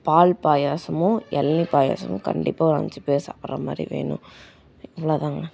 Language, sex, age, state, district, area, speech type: Tamil, female, 18-30, Tamil Nadu, Coimbatore, rural, spontaneous